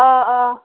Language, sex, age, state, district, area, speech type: Kashmiri, female, 18-30, Jammu and Kashmir, Bandipora, rural, conversation